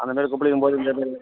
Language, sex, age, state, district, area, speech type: Tamil, male, 60+, Tamil Nadu, Virudhunagar, rural, conversation